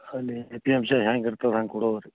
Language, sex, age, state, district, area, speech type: Kannada, male, 45-60, Karnataka, Bagalkot, rural, conversation